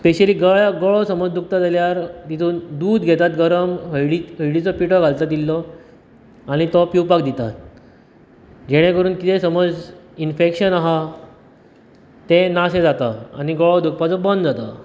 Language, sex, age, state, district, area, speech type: Goan Konkani, male, 30-45, Goa, Bardez, rural, spontaneous